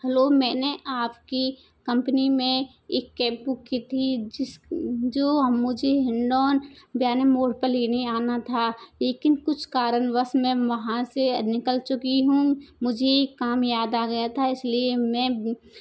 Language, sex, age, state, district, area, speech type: Hindi, female, 18-30, Rajasthan, Karauli, rural, spontaneous